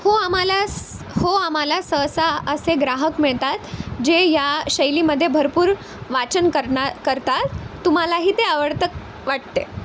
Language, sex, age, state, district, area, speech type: Marathi, female, 18-30, Maharashtra, Nanded, rural, read